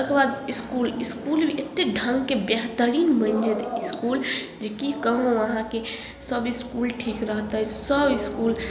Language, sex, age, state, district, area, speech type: Maithili, female, 18-30, Bihar, Samastipur, urban, spontaneous